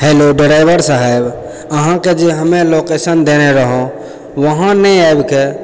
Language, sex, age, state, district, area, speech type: Maithili, male, 30-45, Bihar, Purnia, rural, spontaneous